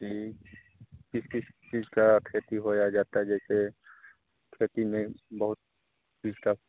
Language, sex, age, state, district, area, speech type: Hindi, male, 30-45, Bihar, Samastipur, urban, conversation